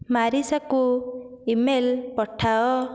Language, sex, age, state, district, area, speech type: Odia, female, 18-30, Odisha, Nayagarh, rural, read